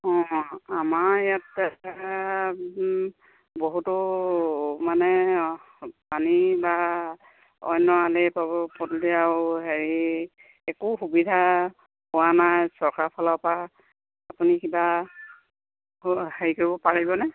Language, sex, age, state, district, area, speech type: Assamese, female, 60+, Assam, Sivasagar, rural, conversation